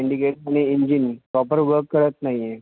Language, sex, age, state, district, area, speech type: Marathi, male, 18-30, Maharashtra, Thane, urban, conversation